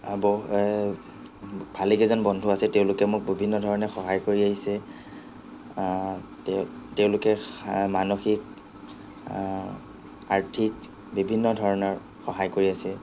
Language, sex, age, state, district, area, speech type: Assamese, male, 45-60, Assam, Nagaon, rural, spontaneous